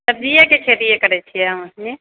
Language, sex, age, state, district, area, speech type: Maithili, female, 30-45, Bihar, Purnia, rural, conversation